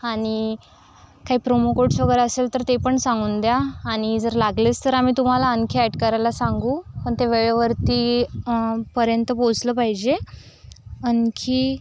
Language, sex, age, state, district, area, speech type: Marathi, male, 45-60, Maharashtra, Yavatmal, rural, spontaneous